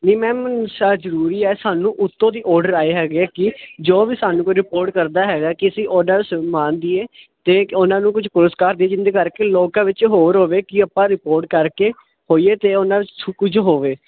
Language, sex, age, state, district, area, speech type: Punjabi, male, 18-30, Punjab, Ludhiana, urban, conversation